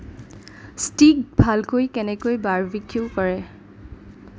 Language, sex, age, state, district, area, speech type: Assamese, female, 30-45, Assam, Darrang, rural, read